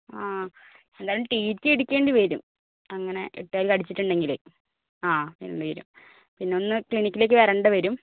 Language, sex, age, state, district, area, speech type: Malayalam, female, 18-30, Kerala, Wayanad, rural, conversation